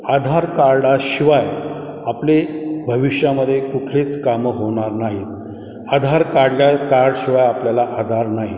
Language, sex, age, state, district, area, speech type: Marathi, male, 60+, Maharashtra, Ahmednagar, urban, spontaneous